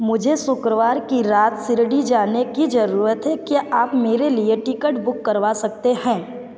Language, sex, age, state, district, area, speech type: Hindi, female, 18-30, Uttar Pradesh, Mirzapur, rural, read